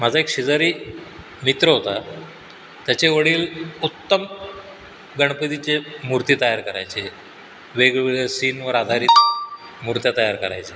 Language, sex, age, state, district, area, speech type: Marathi, male, 60+, Maharashtra, Sindhudurg, rural, spontaneous